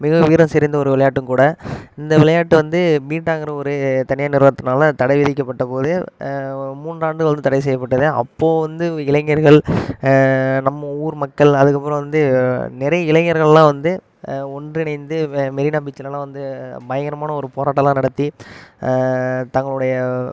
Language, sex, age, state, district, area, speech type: Tamil, male, 30-45, Tamil Nadu, Ariyalur, rural, spontaneous